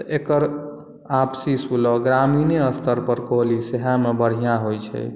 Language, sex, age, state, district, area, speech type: Maithili, male, 18-30, Bihar, Madhubani, rural, spontaneous